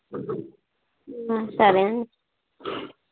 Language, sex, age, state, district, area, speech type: Telugu, female, 18-30, Andhra Pradesh, Visakhapatnam, urban, conversation